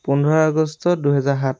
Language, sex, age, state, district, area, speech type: Assamese, male, 18-30, Assam, Lakhimpur, rural, spontaneous